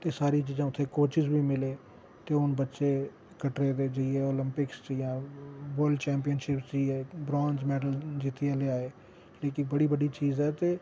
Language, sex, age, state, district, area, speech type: Dogri, male, 45-60, Jammu and Kashmir, Reasi, urban, spontaneous